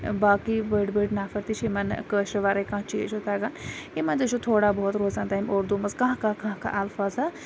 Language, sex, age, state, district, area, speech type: Kashmiri, female, 30-45, Jammu and Kashmir, Srinagar, urban, spontaneous